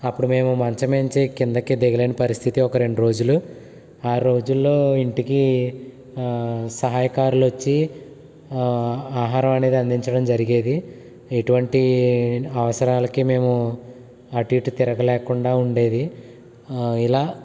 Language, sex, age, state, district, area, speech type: Telugu, male, 18-30, Andhra Pradesh, Eluru, rural, spontaneous